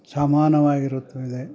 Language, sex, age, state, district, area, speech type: Kannada, male, 60+, Karnataka, Chikkamagaluru, rural, spontaneous